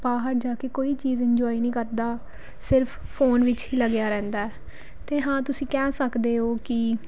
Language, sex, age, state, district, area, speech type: Punjabi, female, 18-30, Punjab, Pathankot, urban, spontaneous